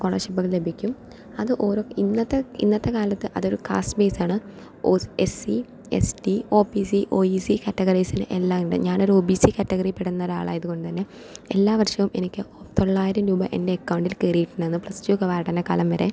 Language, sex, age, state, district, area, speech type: Malayalam, female, 18-30, Kerala, Palakkad, rural, spontaneous